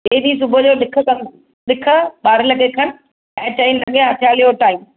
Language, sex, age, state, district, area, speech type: Sindhi, female, 45-60, Maharashtra, Mumbai Suburban, urban, conversation